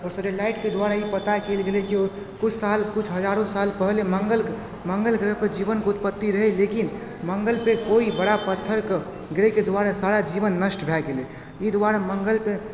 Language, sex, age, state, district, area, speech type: Maithili, male, 18-30, Bihar, Supaul, rural, spontaneous